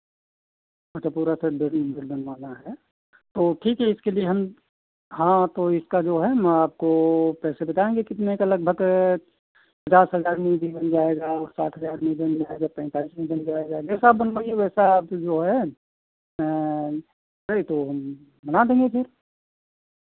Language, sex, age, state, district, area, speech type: Hindi, male, 60+, Uttar Pradesh, Sitapur, rural, conversation